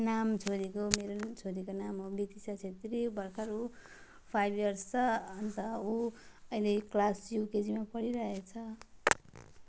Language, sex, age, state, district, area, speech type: Nepali, female, 30-45, West Bengal, Jalpaiguri, rural, spontaneous